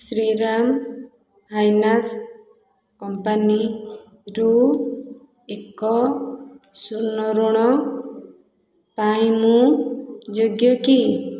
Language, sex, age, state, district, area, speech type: Odia, female, 30-45, Odisha, Puri, urban, read